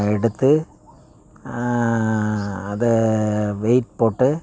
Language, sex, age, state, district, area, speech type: Tamil, male, 60+, Tamil Nadu, Thanjavur, rural, spontaneous